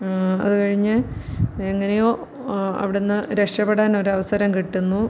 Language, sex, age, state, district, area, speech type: Malayalam, female, 30-45, Kerala, Pathanamthitta, rural, spontaneous